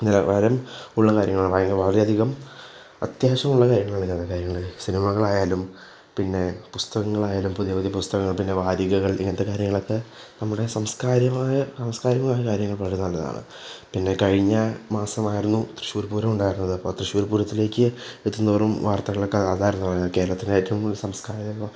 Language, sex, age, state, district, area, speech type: Malayalam, male, 18-30, Kerala, Thrissur, urban, spontaneous